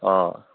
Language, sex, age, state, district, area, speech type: Assamese, male, 30-45, Assam, Barpeta, rural, conversation